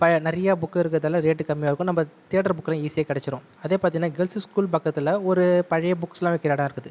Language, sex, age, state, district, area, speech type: Tamil, male, 30-45, Tamil Nadu, Viluppuram, urban, spontaneous